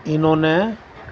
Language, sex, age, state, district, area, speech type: Urdu, male, 60+, Uttar Pradesh, Muzaffarnagar, urban, spontaneous